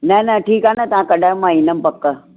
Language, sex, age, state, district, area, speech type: Sindhi, female, 60+, Maharashtra, Mumbai Suburban, urban, conversation